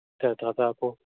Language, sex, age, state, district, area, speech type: Sindhi, male, 18-30, Rajasthan, Ajmer, urban, conversation